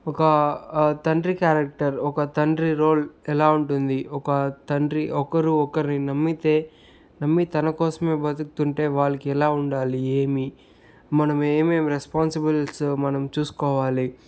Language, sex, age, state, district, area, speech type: Telugu, male, 30-45, Andhra Pradesh, Sri Balaji, rural, spontaneous